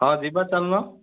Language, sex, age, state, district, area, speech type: Odia, male, 30-45, Odisha, Ganjam, urban, conversation